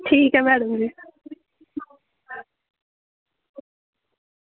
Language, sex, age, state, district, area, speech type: Dogri, female, 18-30, Jammu and Kashmir, Samba, rural, conversation